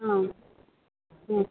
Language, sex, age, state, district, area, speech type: Hindi, female, 60+, Uttar Pradesh, Pratapgarh, rural, conversation